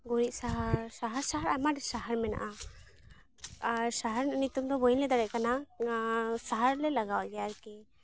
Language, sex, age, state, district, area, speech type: Santali, female, 18-30, West Bengal, Malda, rural, spontaneous